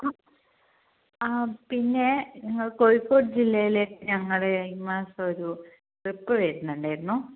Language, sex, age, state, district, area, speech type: Malayalam, female, 18-30, Kerala, Kozhikode, urban, conversation